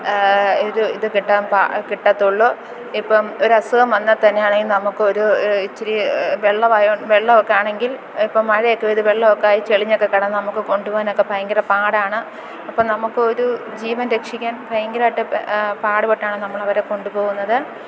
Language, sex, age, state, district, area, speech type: Malayalam, female, 30-45, Kerala, Alappuzha, rural, spontaneous